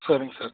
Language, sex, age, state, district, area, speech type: Tamil, male, 30-45, Tamil Nadu, Perambalur, urban, conversation